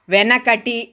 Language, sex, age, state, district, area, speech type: Telugu, female, 30-45, Andhra Pradesh, Sri Balaji, urban, read